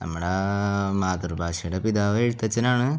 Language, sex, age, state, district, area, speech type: Malayalam, male, 18-30, Kerala, Palakkad, rural, spontaneous